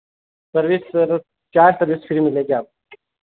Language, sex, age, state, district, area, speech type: Hindi, male, 18-30, Rajasthan, Nagaur, rural, conversation